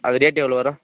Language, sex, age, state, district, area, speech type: Tamil, female, 18-30, Tamil Nadu, Dharmapuri, urban, conversation